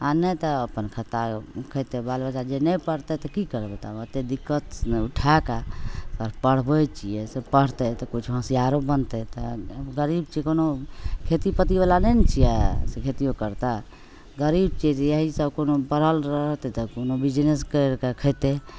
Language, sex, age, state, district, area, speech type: Maithili, female, 60+, Bihar, Madhepura, rural, spontaneous